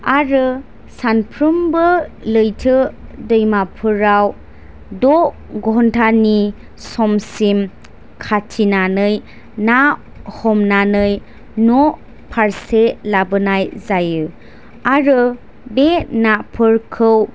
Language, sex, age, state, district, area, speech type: Bodo, female, 18-30, Assam, Chirang, rural, spontaneous